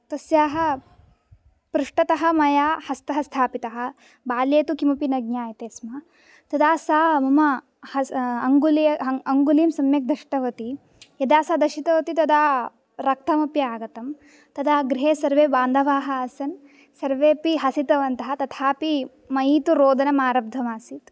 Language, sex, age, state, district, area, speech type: Sanskrit, female, 18-30, Tamil Nadu, Coimbatore, rural, spontaneous